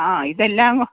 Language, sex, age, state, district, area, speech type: Malayalam, female, 60+, Kerala, Thiruvananthapuram, urban, conversation